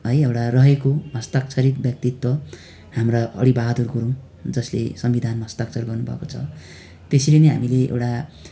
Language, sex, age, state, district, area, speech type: Nepali, male, 18-30, West Bengal, Darjeeling, rural, spontaneous